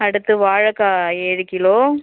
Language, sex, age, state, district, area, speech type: Tamil, male, 45-60, Tamil Nadu, Cuddalore, rural, conversation